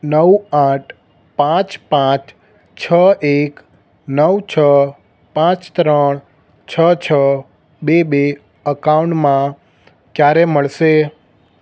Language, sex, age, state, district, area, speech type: Gujarati, male, 18-30, Gujarat, Ahmedabad, urban, read